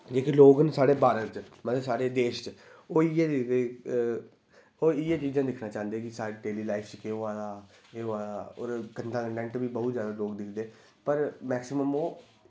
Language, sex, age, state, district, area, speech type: Dogri, male, 18-30, Jammu and Kashmir, Reasi, rural, spontaneous